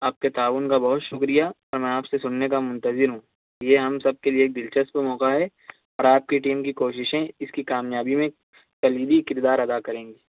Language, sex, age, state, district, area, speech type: Urdu, male, 18-30, Maharashtra, Nashik, urban, conversation